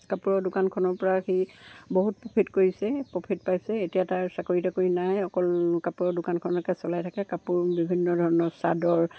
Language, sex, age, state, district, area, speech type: Assamese, female, 60+, Assam, Charaideo, rural, spontaneous